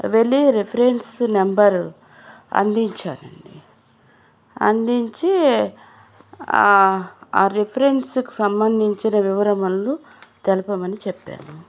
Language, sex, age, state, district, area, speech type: Telugu, female, 45-60, Andhra Pradesh, Chittoor, rural, spontaneous